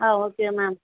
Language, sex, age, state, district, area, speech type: Tamil, female, 18-30, Tamil Nadu, Chennai, urban, conversation